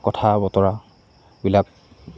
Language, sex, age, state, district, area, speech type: Assamese, male, 18-30, Assam, Goalpara, rural, spontaneous